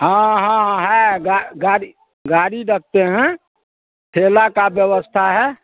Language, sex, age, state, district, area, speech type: Hindi, male, 60+, Bihar, Darbhanga, urban, conversation